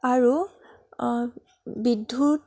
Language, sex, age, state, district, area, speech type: Assamese, female, 18-30, Assam, Biswanath, rural, spontaneous